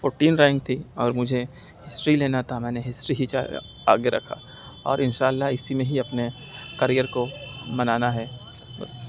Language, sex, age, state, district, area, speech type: Urdu, male, 45-60, Uttar Pradesh, Aligarh, urban, spontaneous